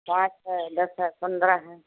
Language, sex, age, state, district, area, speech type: Hindi, female, 60+, Uttar Pradesh, Ayodhya, rural, conversation